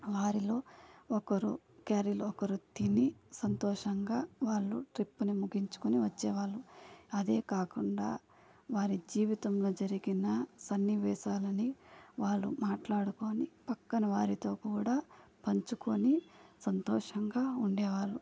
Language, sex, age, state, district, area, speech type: Telugu, female, 30-45, Andhra Pradesh, Sri Balaji, rural, spontaneous